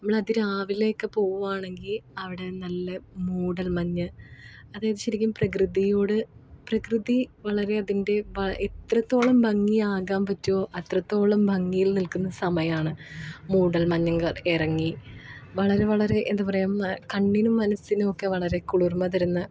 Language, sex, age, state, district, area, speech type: Malayalam, female, 30-45, Kerala, Ernakulam, rural, spontaneous